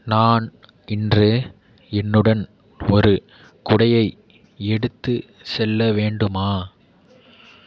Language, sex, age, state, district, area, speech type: Tamil, male, 18-30, Tamil Nadu, Mayiladuthurai, rural, read